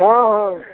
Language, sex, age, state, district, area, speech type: Maithili, male, 60+, Bihar, Purnia, rural, conversation